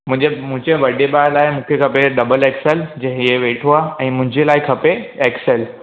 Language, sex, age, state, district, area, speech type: Sindhi, male, 18-30, Gujarat, Surat, urban, conversation